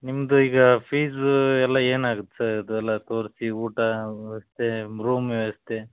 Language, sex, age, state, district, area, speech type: Kannada, male, 30-45, Karnataka, Chitradurga, rural, conversation